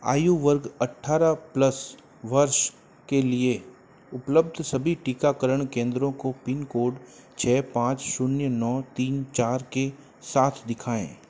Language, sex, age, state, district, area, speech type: Hindi, male, 45-60, Rajasthan, Jodhpur, urban, read